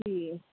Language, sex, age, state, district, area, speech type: Urdu, female, 18-30, Delhi, Central Delhi, urban, conversation